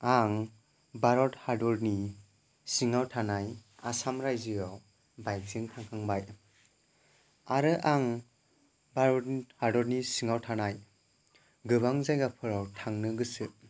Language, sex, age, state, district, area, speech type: Bodo, male, 18-30, Assam, Kokrajhar, rural, spontaneous